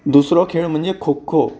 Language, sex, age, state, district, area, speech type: Goan Konkani, male, 45-60, Goa, Bardez, urban, spontaneous